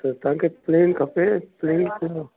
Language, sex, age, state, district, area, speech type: Sindhi, male, 60+, Delhi, South Delhi, urban, conversation